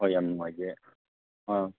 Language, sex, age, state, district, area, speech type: Manipuri, male, 30-45, Manipur, Kangpokpi, urban, conversation